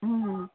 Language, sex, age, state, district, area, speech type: Kannada, female, 60+, Karnataka, Kolar, rural, conversation